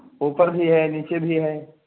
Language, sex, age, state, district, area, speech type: Urdu, male, 18-30, Uttar Pradesh, Balrampur, rural, conversation